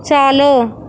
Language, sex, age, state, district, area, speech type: Urdu, female, 18-30, Uttar Pradesh, Gautam Buddha Nagar, urban, read